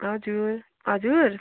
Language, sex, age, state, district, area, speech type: Nepali, female, 30-45, West Bengal, Darjeeling, rural, conversation